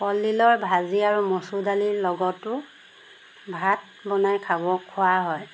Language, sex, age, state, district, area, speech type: Assamese, female, 30-45, Assam, Golaghat, rural, spontaneous